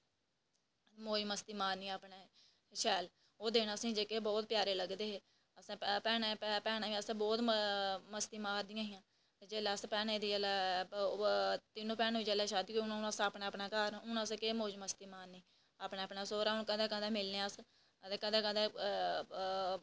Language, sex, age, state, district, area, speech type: Dogri, female, 18-30, Jammu and Kashmir, Reasi, rural, spontaneous